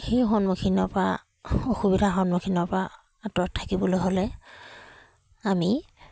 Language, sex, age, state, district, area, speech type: Assamese, female, 45-60, Assam, Charaideo, rural, spontaneous